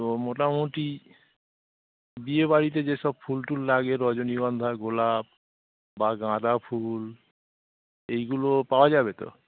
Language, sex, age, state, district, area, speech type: Bengali, male, 45-60, West Bengal, Dakshin Dinajpur, rural, conversation